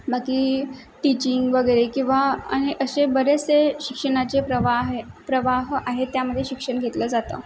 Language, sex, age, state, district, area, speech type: Marathi, female, 18-30, Maharashtra, Mumbai City, urban, spontaneous